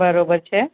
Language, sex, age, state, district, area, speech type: Gujarati, female, 45-60, Gujarat, Ahmedabad, urban, conversation